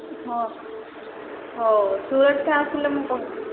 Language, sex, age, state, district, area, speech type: Odia, female, 30-45, Odisha, Sambalpur, rural, conversation